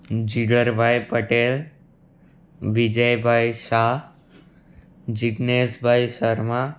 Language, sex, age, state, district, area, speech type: Gujarati, male, 18-30, Gujarat, Anand, rural, spontaneous